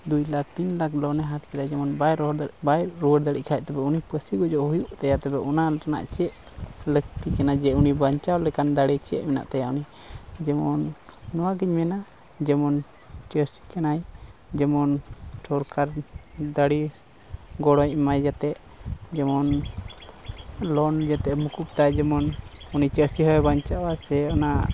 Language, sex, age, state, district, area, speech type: Santali, male, 18-30, West Bengal, Malda, rural, spontaneous